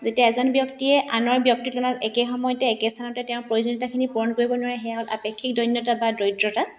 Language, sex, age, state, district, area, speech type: Assamese, female, 30-45, Assam, Dibrugarh, urban, spontaneous